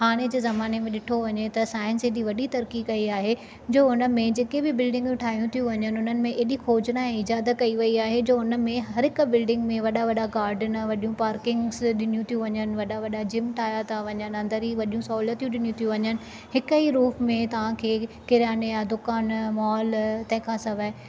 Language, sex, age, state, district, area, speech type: Sindhi, female, 30-45, Maharashtra, Thane, urban, spontaneous